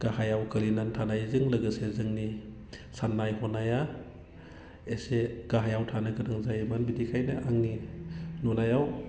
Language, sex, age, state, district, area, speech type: Bodo, male, 30-45, Assam, Udalguri, rural, spontaneous